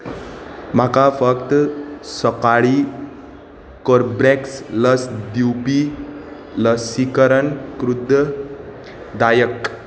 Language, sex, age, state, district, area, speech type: Goan Konkani, male, 18-30, Goa, Salcete, urban, read